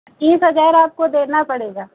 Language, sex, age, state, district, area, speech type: Hindi, female, 45-60, Uttar Pradesh, Lucknow, rural, conversation